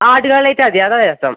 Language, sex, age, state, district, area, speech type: Malayalam, male, 18-30, Kerala, Malappuram, rural, conversation